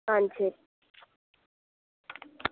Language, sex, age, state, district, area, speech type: Tamil, female, 18-30, Tamil Nadu, Thoothukudi, urban, conversation